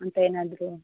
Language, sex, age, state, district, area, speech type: Kannada, female, 30-45, Karnataka, Tumkur, rural, conversation